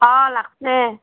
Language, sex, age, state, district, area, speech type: Assamese, female, 30-45, Assam, Barpeta, rural, conversation